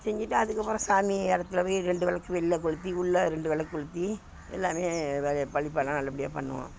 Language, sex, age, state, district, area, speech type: Tamil, female, 60+, Tamil Nadu, Thanjavur, rural, spontaneous